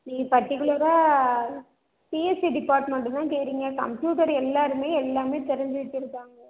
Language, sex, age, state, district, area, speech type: Tamil, female, 30-45, Tamil Nadu, Salem, rural, conversation